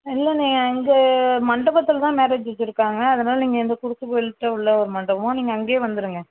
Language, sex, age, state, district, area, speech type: Tamil, female, 18-30, Tamil Nadu, Thoothukudi, rural, conversation